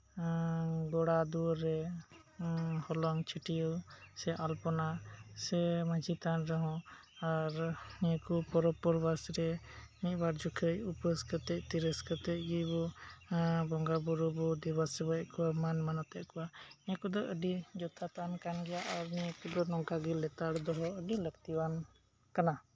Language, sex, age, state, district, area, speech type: Santali, male, 30-45, West Bengal, Birbhum, rural, spontaneous